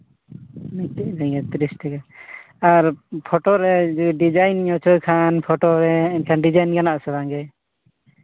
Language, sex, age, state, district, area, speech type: Santali, male, 30-45, Jharkhand, Seraikela Kharsawan, rural, conversation